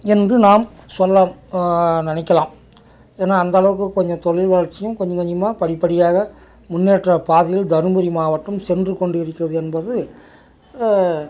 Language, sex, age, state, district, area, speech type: Tamil, male, 60+, Tamil Nadu, Dharmapuri, urban, spontaneous